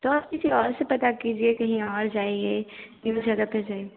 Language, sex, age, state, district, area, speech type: Hindi, female, 18-30, Madhya Pradesh, Narsinghpur, rural, conversation